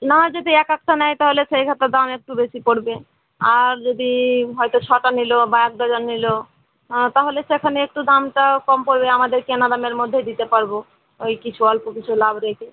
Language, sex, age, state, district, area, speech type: Bengali, female, 30-45, West Bengal, Murshidabad, rural, conversation